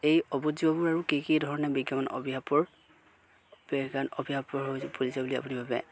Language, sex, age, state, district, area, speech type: Assamese, male, 30-45, Assam, Golaghat, rural, spontaneous